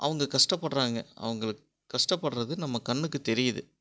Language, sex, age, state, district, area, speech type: Tamil, male, 30-45, Tamil Nadu, Erode, rural, spontaneous